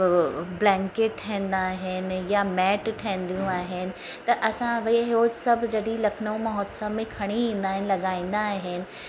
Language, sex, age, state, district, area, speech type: Sindhi, female, 30-45, Uttar Pradesh, Lucknow, rural, spontaneous